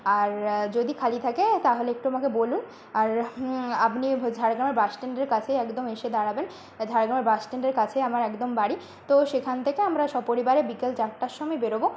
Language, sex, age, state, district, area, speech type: Bengali, female, 18-30, West Bengal, Jhargram, rural, spontaneous